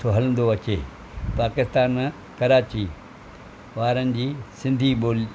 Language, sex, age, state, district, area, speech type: Sindhi, male, 60+, Maharashtra, Thane, urban, spontaneous